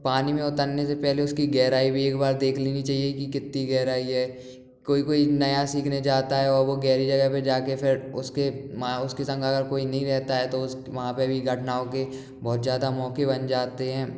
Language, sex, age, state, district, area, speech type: Hindi, male, 18-30, Madhya Pradesh, Gwalior, urban, spontaneous